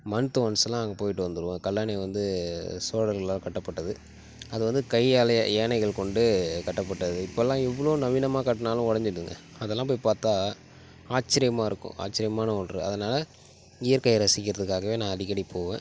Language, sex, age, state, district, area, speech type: Tamil, male, 30-45, Tamil Nadu, Tiruchirappalli, rural, spontaneous